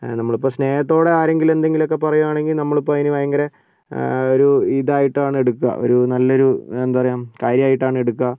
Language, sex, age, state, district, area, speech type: Malayalam, male, 30-45, Kerala, Wayanad, rural, spontaneous